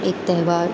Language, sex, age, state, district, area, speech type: Urdu, female, 18-30, Uttar Pradesh, Aligarh, urban, spontaneous